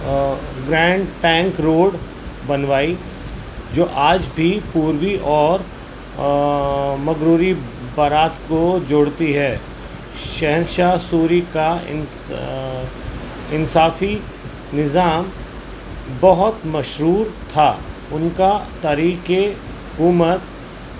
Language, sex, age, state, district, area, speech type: Urdu, male, 45-60, Uttar Pradesh, Gautam Buddha Nagar, urban, spontaneous